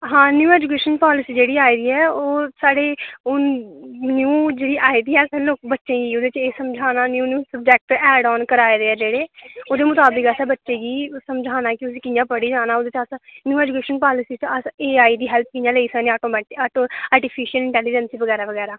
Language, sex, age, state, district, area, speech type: Dogri, female, 18-30, Jammu and Kashmir, Kathua, rural, conversation